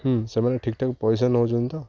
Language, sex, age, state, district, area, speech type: Odia, male, 18-30, Odisha, Jagatsinghpur, urban, spontaneous